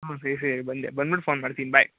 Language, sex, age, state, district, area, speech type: Kannada, male, 18-30, Karnataka, Mysore, urban, conversation